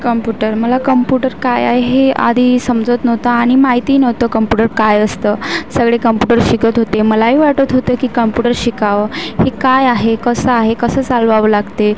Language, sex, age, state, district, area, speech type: Marathi, female, 18-30, Maharashtra, Wardha, rural, spontaneous